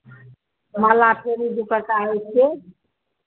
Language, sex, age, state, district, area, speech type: Hindi, female, 45-60, Bihar, Madhepura, rural, conversation